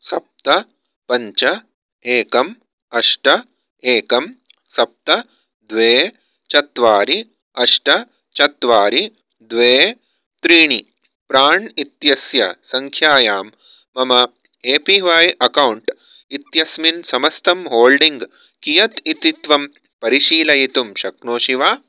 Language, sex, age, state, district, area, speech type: Sanskrit, male, 30-45, Karnataka, Bangalore Urban, urban, read